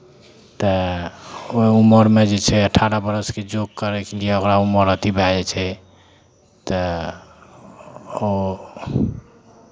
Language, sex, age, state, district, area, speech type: Maithili, male, 30-45, Bihar, Madhepura, rural, spontaneous